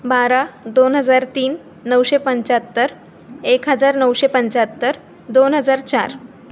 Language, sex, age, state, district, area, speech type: Marathi, female, 18-30, Maharashtra, Pune, rural, spontaneous